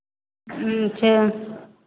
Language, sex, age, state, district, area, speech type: Hindi, female, 18-30, Uttar Pradesh, Azamgarh, urban, conversation